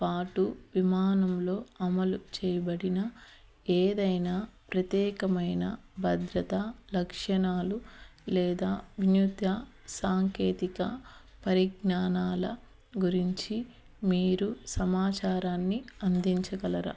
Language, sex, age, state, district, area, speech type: Telugu, female, 30-45, Andhra Pradesh, Eluru, urban, read